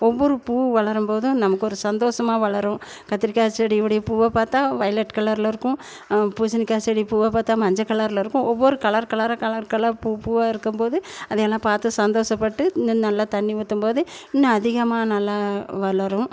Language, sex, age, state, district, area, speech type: Tamil, female, 60+, Tamil Nadu, Erode, rural, spontaneous